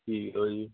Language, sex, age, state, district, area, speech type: Punjabi, male, 18-30, Punjab, Patiala, urban, conversation